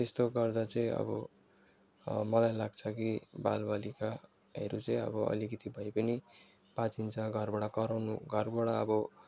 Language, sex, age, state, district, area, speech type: Nepali, male, 18-30, West Bengal, Alipurduar, urban, spontaneous